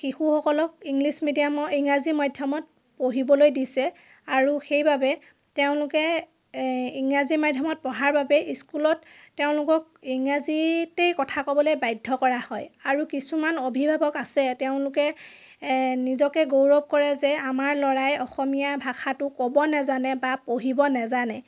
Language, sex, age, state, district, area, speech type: Assamese, female, 30-45, Assam, Dhemaji, rural, spontaneous